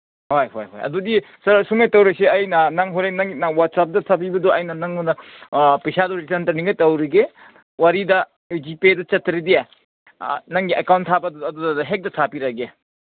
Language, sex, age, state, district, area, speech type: Manipuri, male, 30-45, Manipur, Senapati, urban, conversation